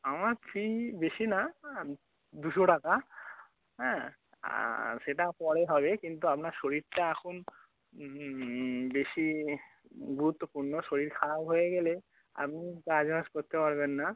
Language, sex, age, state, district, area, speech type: Bengali, male, 30-45, West Bengal, North 24 Parganas, urban, conversation